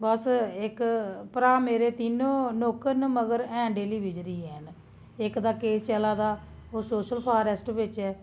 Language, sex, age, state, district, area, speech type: Dogri, female, 30-45, Jammu and Kashmir, Jammu, urban, spontaneous